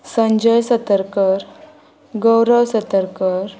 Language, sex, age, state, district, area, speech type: Goan Konkani, female, 18-30, Goa, Ponda, rural, spontaneous